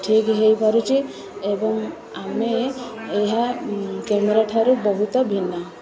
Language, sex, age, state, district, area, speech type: Odia, female, 30-45, Odisha, Sundergarh, urban, spontaneous